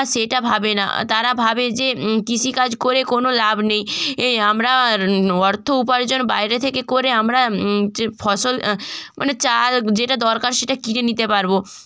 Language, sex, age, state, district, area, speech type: Bengali, female, 18-30, West Bengal, North 24 Parganas, rural, spontaneous